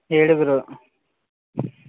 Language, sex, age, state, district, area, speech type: Telugu, male, 18-30, Andhra Pradesh, West Godavari, rural, conversation